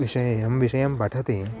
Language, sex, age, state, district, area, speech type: Sanskrit, male, 18-30, Karnataka, Uttara Kannada, rural, spontaneous